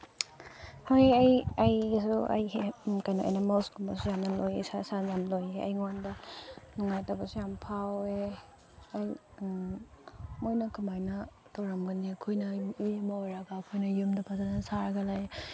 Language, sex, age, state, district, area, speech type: Manipuri, female, 18-30, Manipur, Chandel, rural, spontaneous